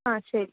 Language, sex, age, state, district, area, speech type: Malayalam, female, 30-45, Kerala, Idukki, rural, conversation